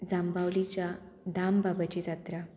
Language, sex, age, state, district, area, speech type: Goan Konkani, female, 18-30, Goa, Murmgao, urban, spontaneous